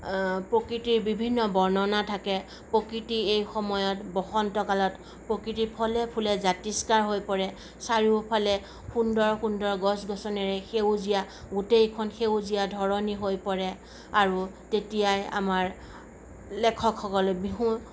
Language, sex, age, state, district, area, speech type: Assamese, female, 45-60, Assam, Sonitpur, urban, spontaneous